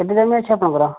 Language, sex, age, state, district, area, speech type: Odia, male, 30-45, Odisha, Kandhamal, rural, conversation